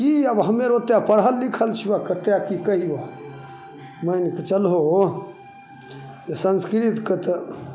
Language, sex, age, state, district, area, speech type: Maithili, male, 60+, Bihar, Begusarai, urban, spontaneous